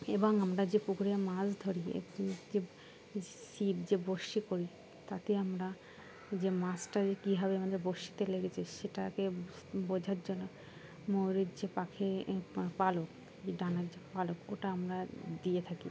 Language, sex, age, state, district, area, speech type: Bengali, female, 18-30, West Bengal, Dakshin Dinajpur, urban, spontaneous